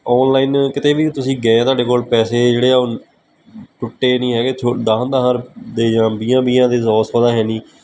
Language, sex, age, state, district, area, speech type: Punjabi, male, 18-30, Punjab, Kapurthala, rural, spontaneous